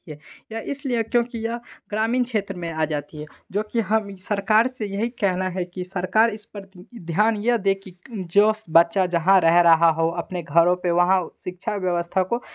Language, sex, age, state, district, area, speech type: Hindi, male, 18-30, Bihar, Darbhanga, rural, spontaneous